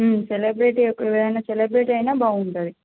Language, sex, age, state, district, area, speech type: Telugu, female, 18-30, Andhra Pradesh, Srikakulam, urban, conversation